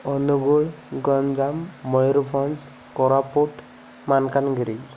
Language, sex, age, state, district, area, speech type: Odia, male, 18-30, Odisha, Koraput, urban, spontaneous